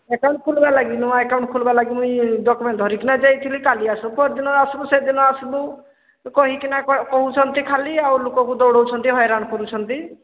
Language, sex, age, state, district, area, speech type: Odia, female, 45-60, Odisha, Sambalpur, rural, conversation